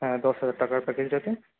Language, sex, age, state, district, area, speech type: Bengali, male, 30-45, West Bengal, Purulia, urban, conversation